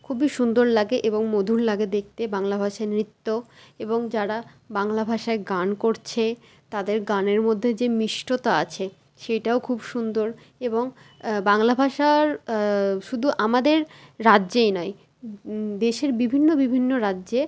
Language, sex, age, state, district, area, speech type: Bengali, female, 30-45, West Bengal, Malda, rural, spontaneous